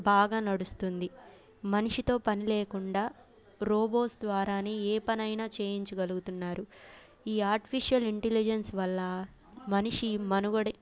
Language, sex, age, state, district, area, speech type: Telugu, female, 18-30, Andhra Pradesh, Bapatla, urban, spontaneous